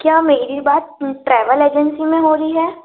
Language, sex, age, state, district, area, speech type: Hindi, female, 18-30, Madhya Pradesh, Betul, urban, conversation